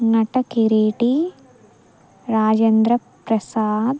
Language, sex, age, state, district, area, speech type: Telugu, female, 18-30, Andhra Pradesh, Bapatla, rural, spontaneous